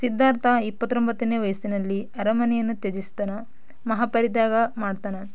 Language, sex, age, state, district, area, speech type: Kannada, female, 18-30, Karnataka, Bidar, rural, spontaneous